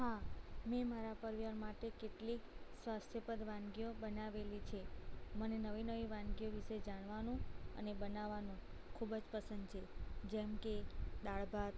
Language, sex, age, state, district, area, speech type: Gujarati, female, 18-30, Gujarat, Anand, rural, spontaneous